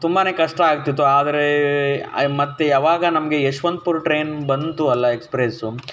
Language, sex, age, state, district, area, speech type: Kannada, male, 18-30, Karnataka, Bidar, urban, spontaneous